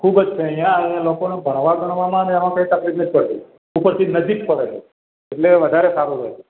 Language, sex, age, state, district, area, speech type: Gujarati, male, 45-60, Gujarat, Ahmedabad, urban, conversation